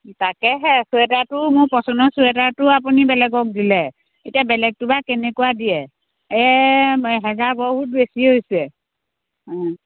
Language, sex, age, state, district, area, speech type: Assamese, female, 45-60, Assam, Biswanath, rural, conversation